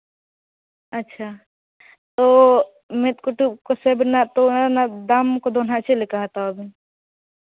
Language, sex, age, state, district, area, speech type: Santali, female, 18-30, Jharkhand, Seraikela Kharsawan, rural, conversation